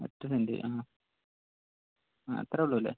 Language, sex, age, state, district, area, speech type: Malayalam, male, 45-60, Kerala, Palakkad, urban, conversation